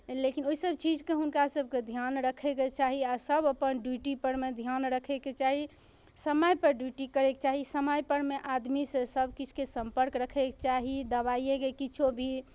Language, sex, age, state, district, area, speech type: Maithili, female, 30-45, Bihar, Darbhanga, urban, spontaneous